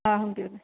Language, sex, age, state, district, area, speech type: Manipuri, female, 30-45, Manipur, Imphal West, urban, conversation